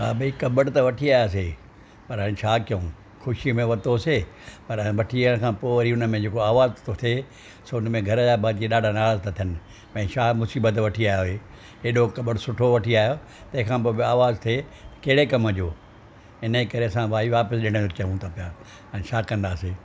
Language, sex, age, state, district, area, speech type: Sindhi, male, 60+, Maharashtra, Thane, urban, spontaneous